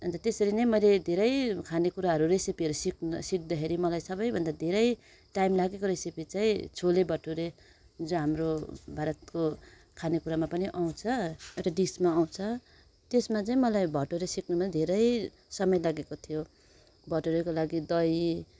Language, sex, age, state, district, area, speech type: Nepali, female, 30-45, West Bengal, Darjeeling, rural, spontaneous